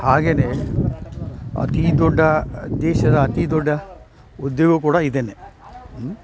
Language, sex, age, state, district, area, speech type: Kannada, male, 60+, Karnataka, Dharwad, rural, spontaneous